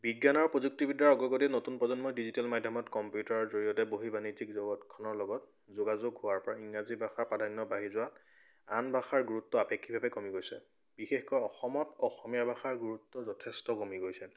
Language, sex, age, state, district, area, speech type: Assamese, male, 18-30, Assam, Biswanath, rural, spontaneous